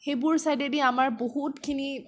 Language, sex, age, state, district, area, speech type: Assamese, female, 18-30, Assam, Kamrup Metropolitan, urban, spontaneous